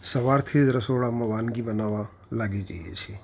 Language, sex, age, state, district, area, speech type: Gujarati, male, 45-60, Gujarat, Ahmedabad, urban, spontaneous